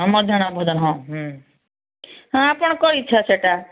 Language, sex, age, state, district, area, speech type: Odia, female, 45-60, Odisha, Bargarh, urban, conversation